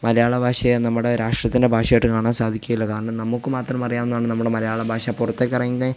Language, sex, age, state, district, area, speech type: Malayalam, male, 18-30, Kerala, Pathanamthitta, rural, spontaneous